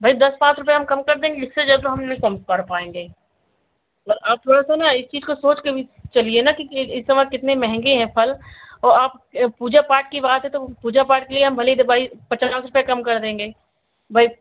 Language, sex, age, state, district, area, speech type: Hindi, female, 60+, Uttar Pradesh, Sitapur, rural, conversation